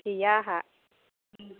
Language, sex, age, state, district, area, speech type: Bodo, female, 45-60, Assam, Kokrajhar, rural, conversation